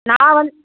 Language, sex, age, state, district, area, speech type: Tamil, female, 60+, Tamil Nadu, Krishnagiri, rural, conversation